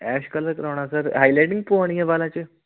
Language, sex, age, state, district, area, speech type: Punjabi, male, 18-30, Punjab, Muktsar, urban, conversation